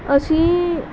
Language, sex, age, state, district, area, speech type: Punjabi, female, 18-30, Punjab, Pathankot, urban, spontaneous